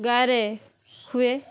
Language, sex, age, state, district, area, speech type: Odia, female, 18-30, Odisha, Balasore, rural, spontaneous